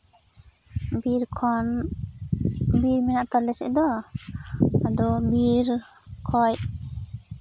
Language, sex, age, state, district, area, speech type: Santali, female, 30-45, West Bengal, Purba Bardhaman, rural, spontaneous